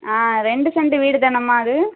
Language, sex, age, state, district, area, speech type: Tamil, female, 30-45, Tamil Nadu, Madurai, urban, conversation